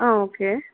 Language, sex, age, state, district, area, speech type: Tamil, female, 18-30, Tamil Nadu, Chengalpattu, urban, conversation